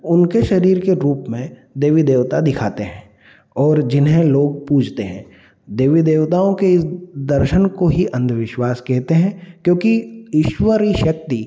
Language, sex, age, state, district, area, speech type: Hindi, male, 30-45, Madhya Pradesh, Ujjain, urban, spontaneous